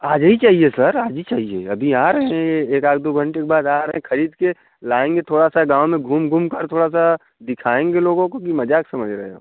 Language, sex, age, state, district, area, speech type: Hindi, male, 45-60, Uttar Pradesh, Bhadohi, urban, conversation